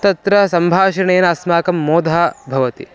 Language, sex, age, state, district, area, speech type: Sanskrit, male, 18-30, Karnataka, Mysore, urban, spontaneous